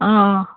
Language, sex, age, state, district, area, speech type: Bengali, female, 30-45, West Bengal, Uttar Dinajpur, urban, conversation